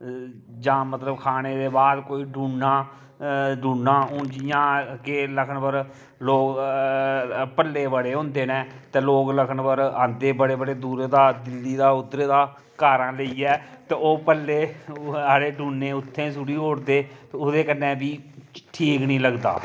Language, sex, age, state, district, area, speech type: Dogri, male, 45-60, Jammu and Kashmir, Kathua, rural, spontaneous